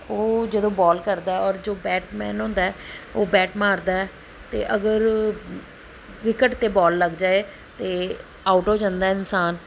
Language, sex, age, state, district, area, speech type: Punjabi, female, 45-60, Punjab, Pathankot, urban, spontaneous